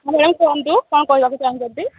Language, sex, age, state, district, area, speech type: Odia, female, 30-45, Odisha, Sambalpur, rural, conversation